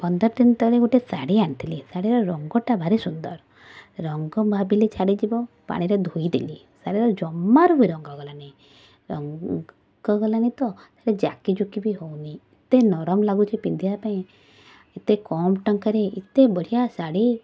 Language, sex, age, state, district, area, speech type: Odia, female, 30-45, Odisha, Cuttack, urban, spontaneous